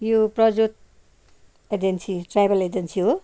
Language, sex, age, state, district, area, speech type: Nepali, female, 60+, West Bengal, Kalimpong, rural, spontaneous